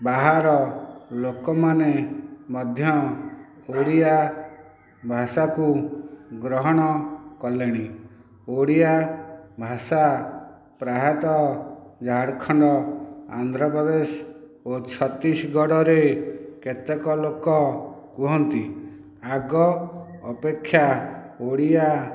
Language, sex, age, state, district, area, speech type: Odia, male, 60+, Odisha, Dhenkanal, rural, spontaneous